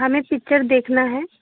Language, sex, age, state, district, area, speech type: Hindi, female, 45-60, Uttar Pradesh, Jaunpur, rural, conversation